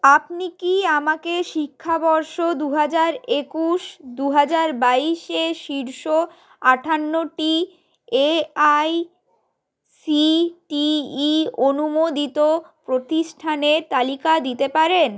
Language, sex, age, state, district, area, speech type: Bengali, female, 18-30, West Bengal, Jalpaiguri, rural, read